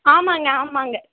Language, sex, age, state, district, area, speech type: Tamil, female, 18-30, Tamil Nadu, Ranipet, rural, conversation